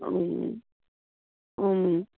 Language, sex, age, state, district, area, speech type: Assamese, female, 60+, Assam, Dibrugarh, rural, conversation